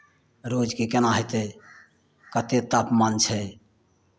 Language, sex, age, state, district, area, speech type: Maithili, male, 60+, Bihar, Madhepura, rural, spontaneous